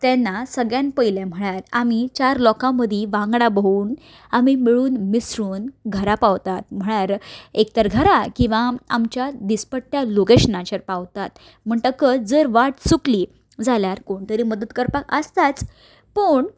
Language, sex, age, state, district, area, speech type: Goan Konkani, female, 30-45, Goa, Ponda, rural, spontaneous